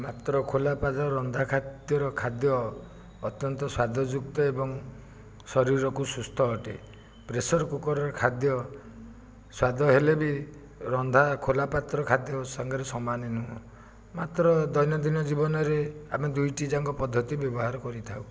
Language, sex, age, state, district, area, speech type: Odia, male, 60+, Odisha, Jajpur, rural, spontaneous